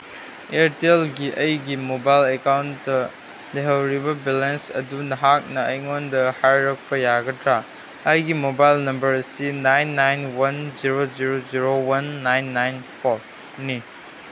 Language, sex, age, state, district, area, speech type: Manipuri, male, 18-30, Manipur, Chandel, rural, read